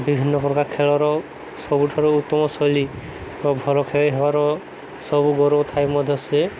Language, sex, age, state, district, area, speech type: Odia, male, 18-30, Odisha, Subarnapur, urban, spontaneous